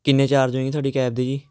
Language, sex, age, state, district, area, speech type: Punjabi, male, 18-30, Punjab, Patiala, urban, spontaneous